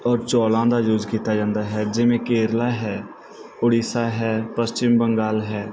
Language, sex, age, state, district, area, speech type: Punjabi, male, 18-30, Punjab, Bathinda, rural, spontaneous